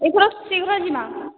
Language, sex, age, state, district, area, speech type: Odia, female, 60+, Odisha, Boudh, rural, conversation